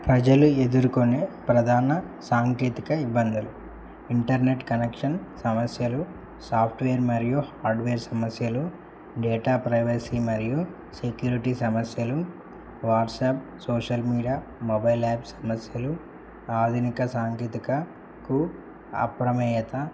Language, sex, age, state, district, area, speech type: Telugu, male, 18-30, Telangana, Medak, rural, spontaneous